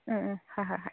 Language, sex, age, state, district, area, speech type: Manipuri, female, 18-30, Manipur, Chandel, rural, conversation